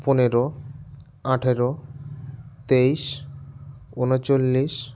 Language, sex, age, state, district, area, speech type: Bengali, male, 30-45, West Bengal, Jalpaiguri, rural, spontaneous